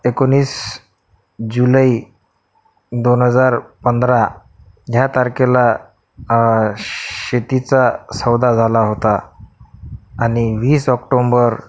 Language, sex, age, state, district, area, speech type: Marathi, male, 30-45, Maharashtra, Akola, urban, spontaneous